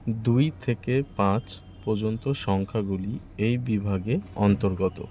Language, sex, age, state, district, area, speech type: Bengali, male, 30-45, West Bengal, Kolkata, urban, read